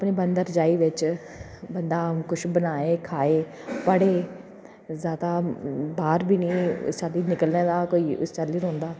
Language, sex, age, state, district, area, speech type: Dogri, female, 30-45, Jammu and Kashmir, Jammu, urban, spontaneous